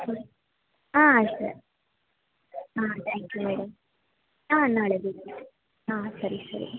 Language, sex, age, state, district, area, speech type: Kannada, female, 18-30, Karnataka, Kolar, rural, conversation